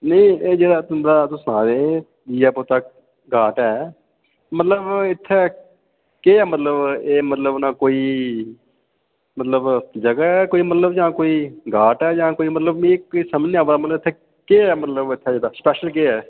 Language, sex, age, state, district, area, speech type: Dogri, female, 30-45, Jammu and Kashmir, Jammu, urban, conversation